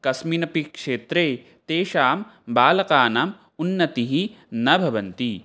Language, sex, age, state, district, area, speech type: Sanskrit, male, 18-30, Assam, Barpeta, rural, spontaneous